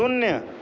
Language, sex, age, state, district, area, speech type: Hindi, male, 30-45, Bihar, Begusarai, urban, read